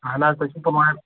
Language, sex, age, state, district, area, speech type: Kashmiri, male, 18-30, Jammu and Kashmir, Pulwama, urban, conversation